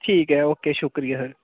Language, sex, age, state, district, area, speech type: Dogri, male, 18-30, Jammu and Kashmir, Udhampur, rural, conversation